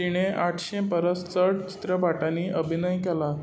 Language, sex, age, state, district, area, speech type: Goan Konkani, male, 18-30, Goa, Tiswadi, rural, read